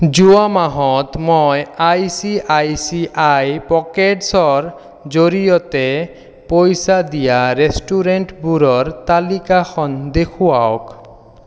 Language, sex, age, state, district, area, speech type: Assamese, male, 30-45, Assam, Sonitpur, rural, read